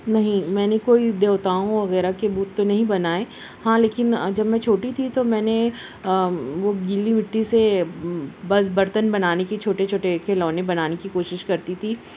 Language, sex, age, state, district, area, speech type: Urdu, female, 60+, Maharashtra, Nashik, urban, spontaneous